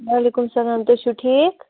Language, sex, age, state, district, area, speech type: Kashmiri, female, 30-45, Jammu and Kashmir, Anantnag, rural, conversation